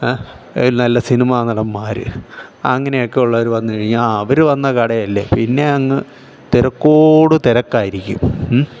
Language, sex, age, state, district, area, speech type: Malayalam, male, 45-60, Kerala, Thiruvananthapuram, urban, spontaneous